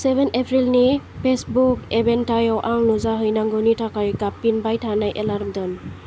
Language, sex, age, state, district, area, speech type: Bodo, female, 60+, Assam, Kokrajhar, urban, read